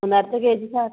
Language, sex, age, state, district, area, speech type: Kannada, female, 30-45, Karnataka, Udupi, rural, conversation